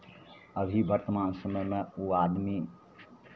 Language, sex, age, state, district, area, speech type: Maithili, male, 60+, Bihar, Madhepura, rural, spontaneous